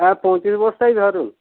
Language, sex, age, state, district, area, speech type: Bengali, male, 45-60, West Bengal, Dakshin Dinajpur, rural, conversation